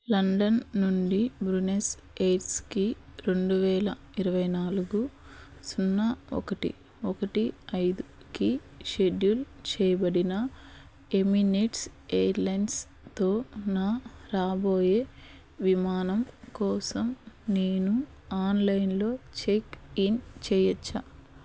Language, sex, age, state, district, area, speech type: Telugu, female, 30-45, Andhra Pradesh, Eluru, urban, read